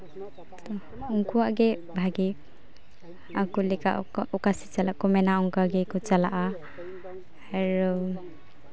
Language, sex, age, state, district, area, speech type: Santali, female, 18-30, West Bengal, Uttar Dinajpur, rural, spontaneous